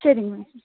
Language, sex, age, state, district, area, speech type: Tamil, female, 30-45, Tamil Nadu, Nilgiris, urban, conversation